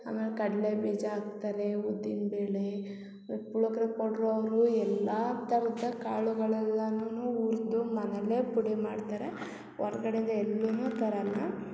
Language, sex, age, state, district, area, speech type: Kannada, female, 30-45, Karnataka, Hassan, urban, spontaneous